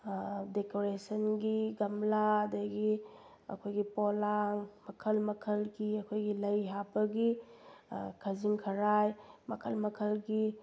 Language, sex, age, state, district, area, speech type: Manipuri, female, 30-45, Manipur, Bishnupur, rural, spontaneous